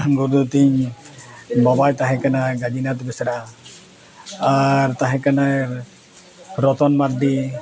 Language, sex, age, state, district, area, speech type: Santali, male, 60+, Odisha, Mayurbhanj, rural, spontaneous